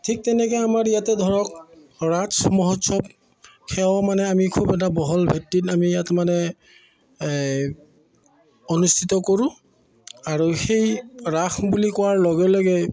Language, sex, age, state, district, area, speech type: Assamese, male, 45-60, Assam, Udalguri, rural, spontaneous